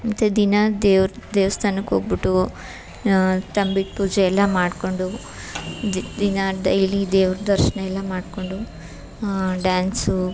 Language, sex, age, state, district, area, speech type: Kannada, female, 30-45, Karnataka, Chamarajanagar, rural, spontaneous